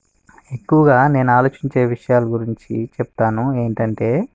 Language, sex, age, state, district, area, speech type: Telugu, male, 18-30, Andhra Pradesh, Sri Balaji, rural, spontaneous